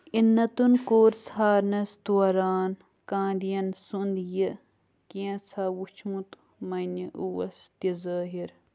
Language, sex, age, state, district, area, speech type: Kashmiri, female, 18-30, Jammu and Kashmir, Kulgam, rural, read